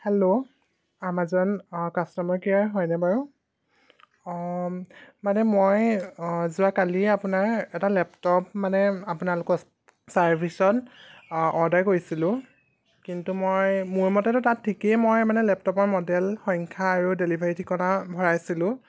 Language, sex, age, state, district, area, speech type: Assamese, male, 18-30, Assam, Jorhat, urban, spontaneous